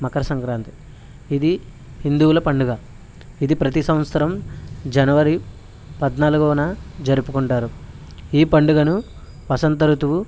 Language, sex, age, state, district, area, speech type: Telugu, male, 30-45, Andhra Pradesh, West Godavari, rural, spontaneous